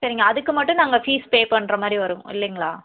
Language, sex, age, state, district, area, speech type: Tamil, female, 18-30, Tamil Nadu, Tiruppur, rural, conversation